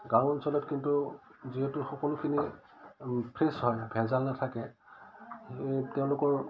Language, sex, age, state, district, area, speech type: Assamese, male, 45-60, Assam, Udalguri, rural, spontaneous